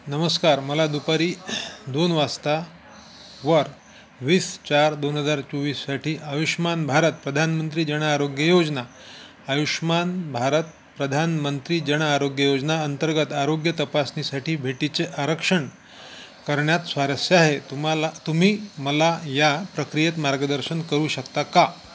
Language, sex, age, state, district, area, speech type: Marathi, male, 45-60, Maharashtra, Wardha, urban, read